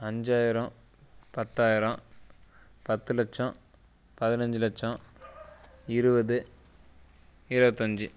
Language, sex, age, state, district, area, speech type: Tamil, male, 30-45, Tamil Nadu, Dharmapuri, rural, spontaneous